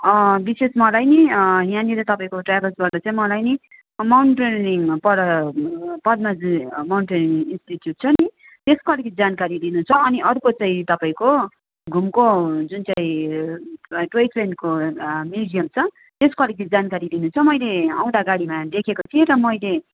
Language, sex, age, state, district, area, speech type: Nepali, female, 30-45, West Bengal, Darjeeling, rural, conversation